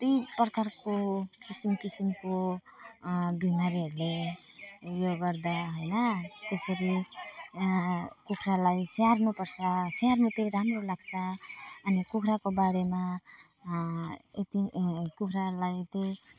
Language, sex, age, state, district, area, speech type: Nepali, female, 45-60, West Bengal, Alipurduar, rural, spontaneous